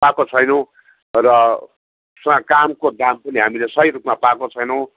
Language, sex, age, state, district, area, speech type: Nepali, male, 60+, West Bengal, Jalpaiguri, urban, conversation